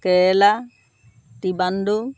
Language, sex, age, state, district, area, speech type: Assamese, female, 30-45, Assam, Dhemaji, rural, spontaneous